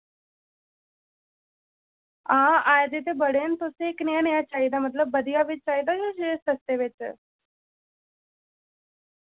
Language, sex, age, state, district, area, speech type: Dogri, female, 18-30, Jammu and Kashmir, Reasi, rural, conversation